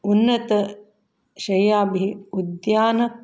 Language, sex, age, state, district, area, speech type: Sanskrit, female, 45-60, Karnataka, Shimoga, rural, spontaneous